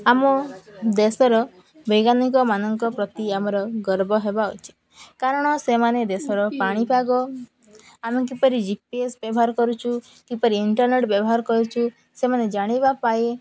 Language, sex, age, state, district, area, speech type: Odia, female, 18-30, Odisha, Koraput, urban, spontaneous